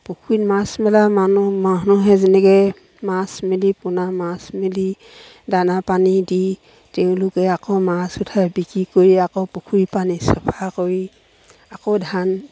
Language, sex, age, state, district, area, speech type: Assamese, female, 60+, Assam, Dibrugarh, rural, spontaneous